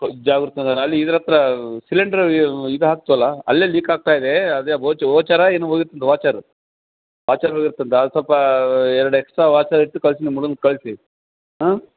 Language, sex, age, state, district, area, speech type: Kannada, male, 60+, Karnataka, Bellary, rural, conversation